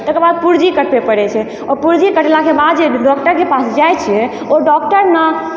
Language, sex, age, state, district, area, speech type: Maithili, female, 18-30, Bihar, Supaul, rural, spontaneous